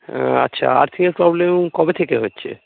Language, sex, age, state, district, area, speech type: Bengali, male, 45-60, West Bengal, North 24 Parganas, urban, conversation